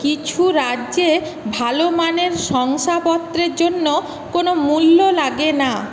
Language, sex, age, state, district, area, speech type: Bengali, female, 30-45, West Bengal, Paschim Medinipur, urban, read